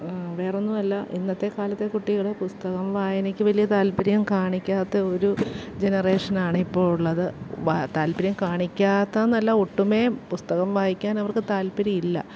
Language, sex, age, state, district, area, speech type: Malayalam, female, 30-45, Kerala, Alappuzha, rural, spontaneous